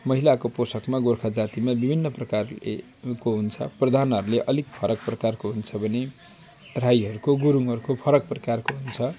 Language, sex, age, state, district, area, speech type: Nepali, male, 45-60, West Bengal, Jalpaiguri, rural, spontaneous